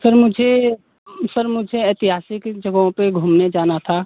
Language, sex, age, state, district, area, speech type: Hindi, male, 30-45, Uttar Pradesh, Mau, rural, conversation